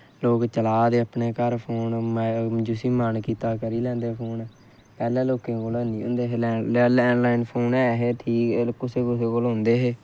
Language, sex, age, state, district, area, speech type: Dogri, male, 18-30, Jammu and Kashmir, Kathua, rural, spontaneous